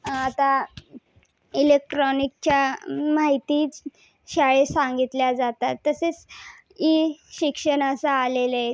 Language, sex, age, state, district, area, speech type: Marathi, female, 18-30, Maharashtra, Thane, urban, spontaneous